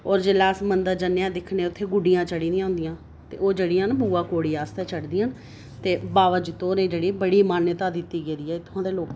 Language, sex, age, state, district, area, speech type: Dogri, female, 30-45, Jammu and Kashmir, Reasi, urban, spontaneous